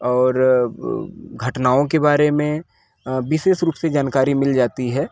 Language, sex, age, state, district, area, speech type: Hindi, male, 30-45, Uttar Pradesh, Mirzapur, rural, spontaneous